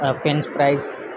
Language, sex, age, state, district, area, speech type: Gujarati, male, 18-30, Gujarat, Junagadh, rural, spontaneous